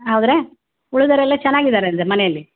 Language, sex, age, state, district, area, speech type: Kannada, female, 60+, Karnataka, Gulbarga, urban, conversation